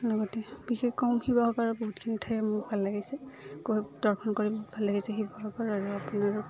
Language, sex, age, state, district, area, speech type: Assamese, female, 18-30, Assam, Udalguri, rural, spontaneous